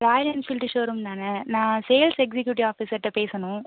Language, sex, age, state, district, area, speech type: Tamil, female, 18-30, Tamil Nadu, Pudukkottai, rural, conversation